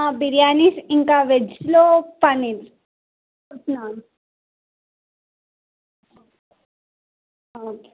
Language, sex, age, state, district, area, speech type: Telugu, female, 18-30, Telangana, Nagarkurnool, urban, conversation